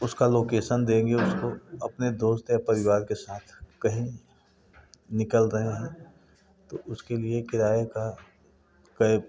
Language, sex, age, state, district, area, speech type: Hindi, male, 45-60, Uttar Pradesh, Prayagraj, rural, spontaneous